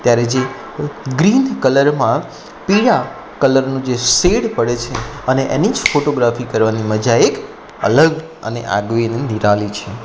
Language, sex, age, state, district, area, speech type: Gujarati, male, 30-45, Gujarat, Anand, urban, spontaneous